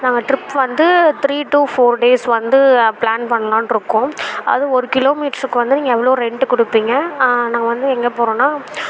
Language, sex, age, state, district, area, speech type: Tamil, female, 18-30, Tamil Nadu, Karur, rural, spontaneous